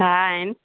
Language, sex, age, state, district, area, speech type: Sindhi, female, 30-45, Gujarat, Junagadh, rural, conversation